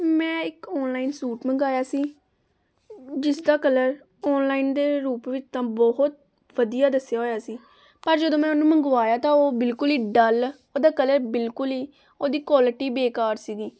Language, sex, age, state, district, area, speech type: Punjabi, female, 18-30, Punjab, Gurdaspur, rural, spontaneous